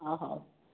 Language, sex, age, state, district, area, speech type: Odia, female, 45-60, Odisha, Khordha, rural, conversation